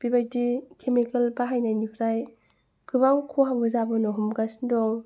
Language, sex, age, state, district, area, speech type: Bodo, female, 18-30, Assam, Kokrajhar, rural, spontaneous